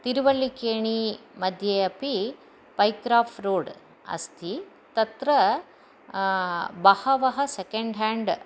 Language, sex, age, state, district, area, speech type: Sanskrit, female, 45-60, Karnataka, Chamarajanagar, rural, spontaneous